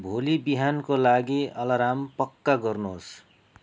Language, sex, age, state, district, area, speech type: Nepali, male, 30-45, West Bengal, Kalimpong, rural, read